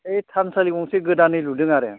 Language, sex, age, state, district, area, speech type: Bodo, male, 60+, Assam, Udalguri, urban, conversation